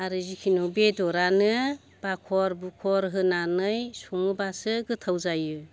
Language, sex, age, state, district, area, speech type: Bodo, female, 60+, Assam, Baksa, rural, spontaneous